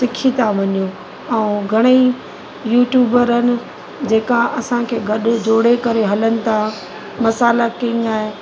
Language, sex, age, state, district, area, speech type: Sindhi, female, 45-60, Uttar Pradesh, Lucknow, rural, spontaneous